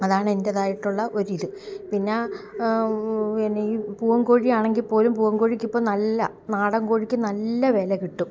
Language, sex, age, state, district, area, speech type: Malayalam, female, 45-60, Kerala, Alappuzha, rural, spontaneous